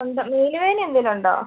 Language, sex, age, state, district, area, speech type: Malayalam, female, 30-45, Kerala, Wayanad, rural, conversation